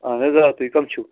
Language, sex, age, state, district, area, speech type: Kashmiri, male, 30-45, Jammu and Kashmir, Srinagar, urban, conversation